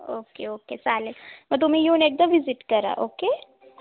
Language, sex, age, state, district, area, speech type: Marathi, female, 18-30, Maharashtra, Osmanabad, rural, conversation